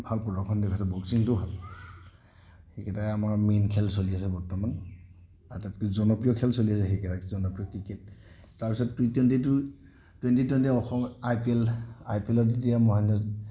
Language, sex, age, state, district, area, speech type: Assamese, male, 45-60, Assam, Nagaon, rural, spontaneous